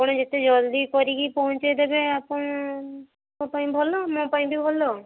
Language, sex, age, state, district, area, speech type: Odia, female, 18-30, Odisha, Balasore, rural, conversation